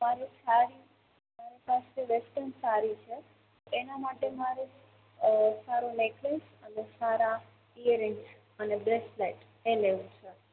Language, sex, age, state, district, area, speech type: Gujarati, female, 18-30, Gujarat, Junagadh, urban, conversation